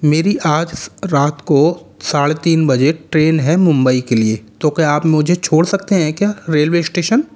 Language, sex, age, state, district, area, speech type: Hindi, male, 60+, Rajasthan, Jaipur, urban, spontaneous